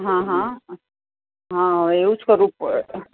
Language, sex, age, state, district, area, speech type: Gujarati, female, 60+, Gujarat, Ahmedabad, urban, conversation